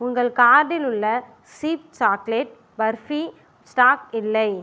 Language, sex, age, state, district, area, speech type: Tamil, female, 18-30, Tamil Nadu, Ariyalur, rural, read